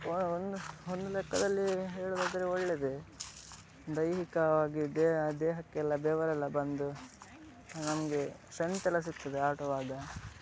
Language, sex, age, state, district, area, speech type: Kannada, male, 18-30, Karnataka, Udupi, rural, spontaneous